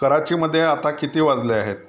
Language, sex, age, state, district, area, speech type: Marathi, male, 30-45, Maharashtra, Amravati, rural, read